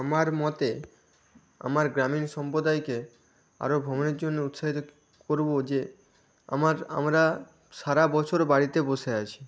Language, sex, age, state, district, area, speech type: Bengali, male, 18-30, West Bengal, Nadia, rural, spontaneous